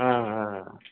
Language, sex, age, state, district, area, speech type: Bengali, male, 18-30, West Bengal, Kolkata, urban, conversation